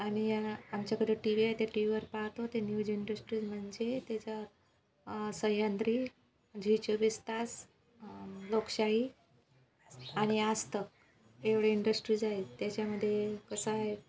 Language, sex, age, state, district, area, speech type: Marathi, female, 45-60, Maharashtra, Washim, rural, spontaneous